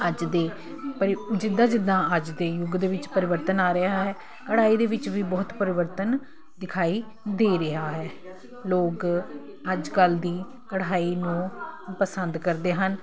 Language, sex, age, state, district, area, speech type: Punjabi, female, 45-60, Punjab, Kapurthala, urban, spontaneous